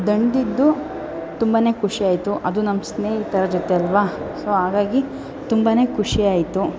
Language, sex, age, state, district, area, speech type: Kannada, female, 18-30, Karnataka, Tumkur, urban, spontaneous